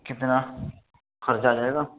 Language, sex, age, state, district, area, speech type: Urdu, male, 18-30, Uttar Pradesh, Saharanpur, urban, conversation